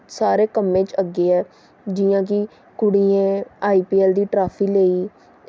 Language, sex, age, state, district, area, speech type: Dogri, female, 30-45, Jammu and Kashmir, Samba, urban, spontaneous